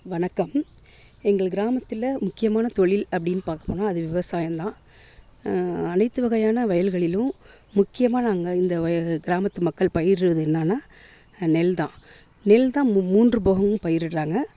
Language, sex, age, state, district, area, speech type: Tamil, female, 30-45, Tamil Nadu, Tiruvarur, rural, spontaneous